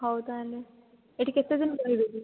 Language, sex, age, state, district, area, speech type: Odia, female, 18-30, Odisha, Rayagada, rural, conversation